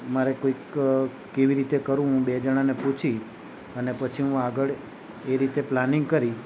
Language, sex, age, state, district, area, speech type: Gujarati, male, 45-60, Gujarat, Valsad, rural, spontaneous